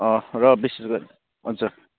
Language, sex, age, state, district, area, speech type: Nepali, male, 18-30, West Bengal, Kalimpong, rural, conversation